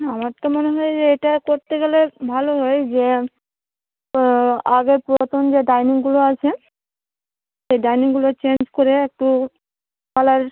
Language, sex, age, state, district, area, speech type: Bengali, female, 18-30, West Bengal, Malda, urban, conversation